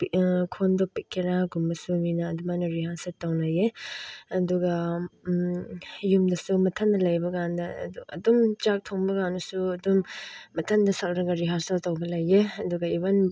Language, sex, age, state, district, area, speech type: Manipuri, female, 18-30, Manipur, Chandel, rural, spontaneous